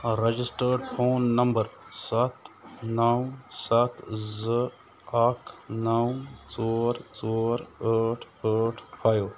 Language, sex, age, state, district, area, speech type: Kashmiri, male, 30-45, Jammu and Kashmir, Bandipora, rural, read